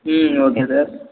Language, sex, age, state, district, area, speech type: Tamil, male, 18-30, Tamil Nadu, Perambalur, rural, conversation